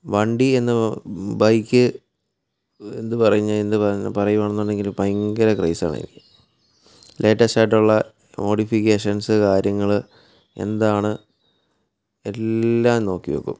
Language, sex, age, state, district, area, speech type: Malayalam, male, 30-45, Kerala, Kottayam, urban, spontaneous